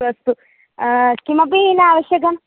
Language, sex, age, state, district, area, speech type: Sanskrit, female, 18-30, Kerala, Thrissur, rural, conversation